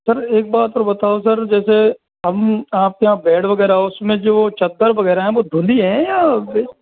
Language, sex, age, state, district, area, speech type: Hindi, male, 60+, Rajasthan, Karauli, rural, conversation